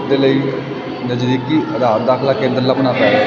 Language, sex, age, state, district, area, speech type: Punjabi, male, 18-30, Punjab, Fazilka, rural, spontaneous